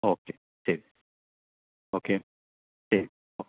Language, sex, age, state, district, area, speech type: Malayalam, male, 18-30, Kerala, Palakkad, rural, conversation